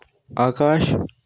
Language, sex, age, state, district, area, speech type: Kashmiri, male, 18-30, Jammu and Kashmir, Baramulla, rural, spontaneous